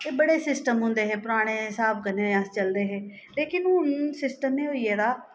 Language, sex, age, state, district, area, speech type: Dogri, female, 45-60, Jammu and Kashmir, Jammu, urban, spontaneous